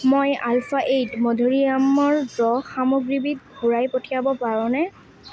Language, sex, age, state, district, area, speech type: Assamese, female, 18-30, Assam, Kamrup Metropolitan, rural, read